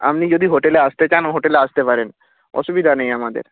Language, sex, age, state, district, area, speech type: Bengali, male, 30-45, West Bengal, Nadia, rural, conversation